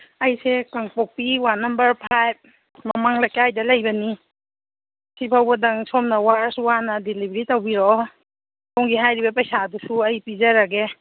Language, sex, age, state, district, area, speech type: Manipuri, female, 30-45, Manipur, Kangpokpi, urban, conversation